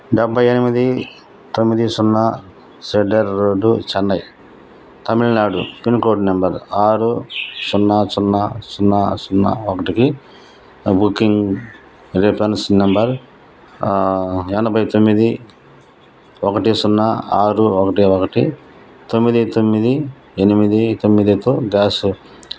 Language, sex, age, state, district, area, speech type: Telugu, male, 60+, Andhra Pradesh, Nellore, rural, read